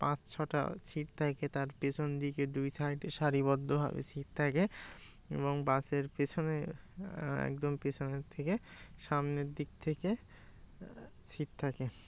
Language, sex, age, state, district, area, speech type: Bengali, male, 18-30, West Bengal, Birbhum, urban, spontaneous